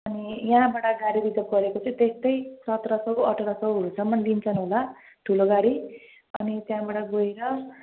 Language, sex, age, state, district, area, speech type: Nepali, female, 30-45, West Bengal, Jalpaiguri, urban, conversation